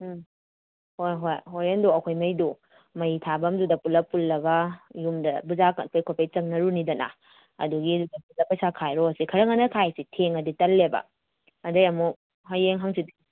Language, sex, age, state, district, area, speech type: Manipuri, female, 18-30, Manipur, Kakching, rural, conversation